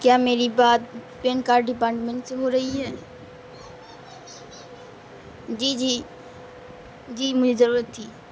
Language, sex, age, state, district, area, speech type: Urdu, female, 18-30, Bihar, Madhubani, rural, spontaneous